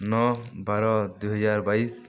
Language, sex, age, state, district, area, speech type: Odia, male, 18-30, Odisha, Balangir, urban, spontaneous